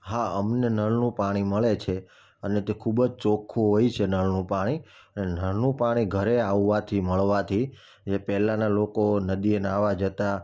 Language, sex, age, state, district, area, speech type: Gujarati, male, 30-45, Gujarat, Surat, urban, spontaneous